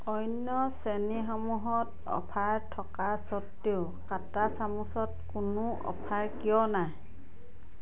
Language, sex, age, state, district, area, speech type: Assamese, female, 30-45, Assam, Dhemaji, rural, read